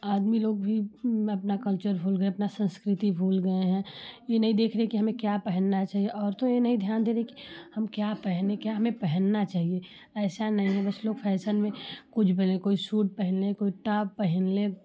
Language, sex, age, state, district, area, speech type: Hindi, female, 30-45, Uttar Pradesh, Chandauli, rural, spontaneous